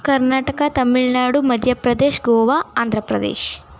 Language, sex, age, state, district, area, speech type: Kannada, other, 18-30, Karnataka, Bangalore Urban, urban, spontaneous